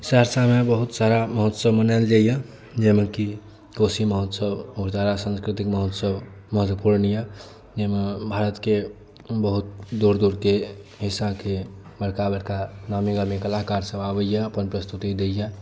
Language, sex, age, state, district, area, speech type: Maithili, male, 18-30, Bihar, Saharsa, rural, spontaneous